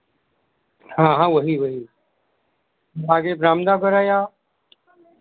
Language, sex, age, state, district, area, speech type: Hindi, male, 60+, Uttar Pradesh, Sitapur, rural, conversation